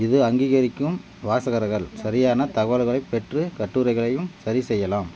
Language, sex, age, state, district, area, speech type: Tamil, male, 30-45, Tamil Nadu, Dharmapuri, rural, read